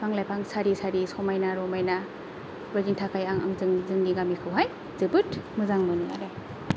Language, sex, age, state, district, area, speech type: Bodo, female, 30-45, Assam, Kokrajhar, rural, spontaneous